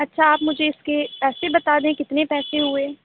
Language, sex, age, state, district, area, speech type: Urdu, female, 18-30, Uttar Pradesh, Aligarh, urban, conversation